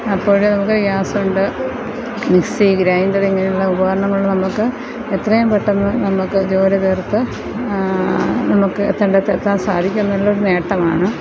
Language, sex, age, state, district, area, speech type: Malayalam, female, 45-60, Kerala, Thiruvananthapuram, rural, spontaneous